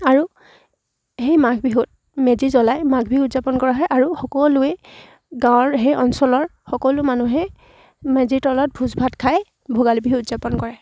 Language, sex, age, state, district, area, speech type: Assamese, female, 18-30, Assam, Charaideo, rural, spontaneous